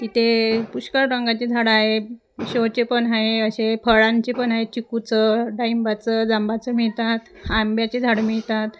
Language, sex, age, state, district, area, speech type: Marathi, female, 30-45, Maharashtra, Wardha, rural, spontaneous